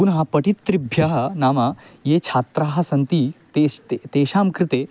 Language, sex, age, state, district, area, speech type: Sanskrit, male, 18-30, West Bengal, Paschim Medinipur, urban, spontaneous